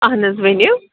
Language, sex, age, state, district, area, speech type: Kashmiri, female, 30-45, Jammu and Kashmir, Srinagar, urban, conversation